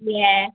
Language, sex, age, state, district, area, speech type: Urdu, female, 18-30, Bihar, Khagaria, rural, conversation